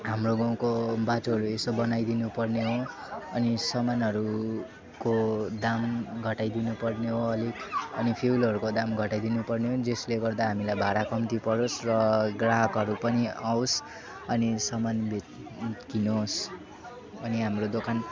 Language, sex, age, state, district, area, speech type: Nepali, male, 18-30, West Bengal, Kalimpong, rural, spontaneous